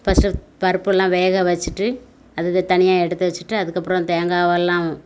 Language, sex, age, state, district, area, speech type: Tamil, female, 45-60, Tamil Nadu, Thoothukudi, rural, spontaneous